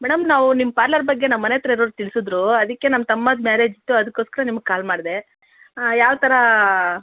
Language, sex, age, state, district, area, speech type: Kannada, female, 30-45, Karnataka, Kolar, urban, conversation